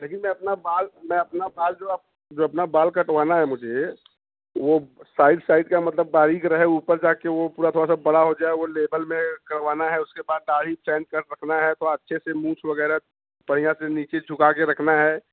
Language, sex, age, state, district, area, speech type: Hindi, male, 45-60, Uttar Pradesh, Bhadohi, urban, conversation